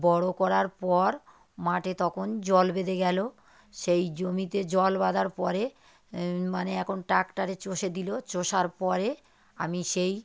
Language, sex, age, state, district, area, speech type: Bengali, female, 45-60, West Bengal, South 24 Parganas, rural, spontaneous